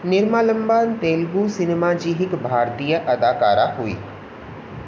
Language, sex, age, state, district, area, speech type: Sindhi, male, 18-30, Rajasthan, Ajmer, urban, read